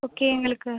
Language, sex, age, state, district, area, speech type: Tamil, female, 18-30, Tamil Nadu, Pudukkottai, rural, conversation